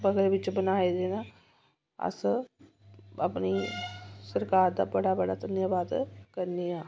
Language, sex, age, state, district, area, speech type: Dogri, female, 30-45, Jammu and Kashmir, Samba, urban, spontaneous